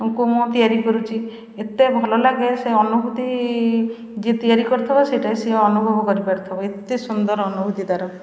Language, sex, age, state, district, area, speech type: Odia, female, 60+, Odisha, Puri, urban, spontaneous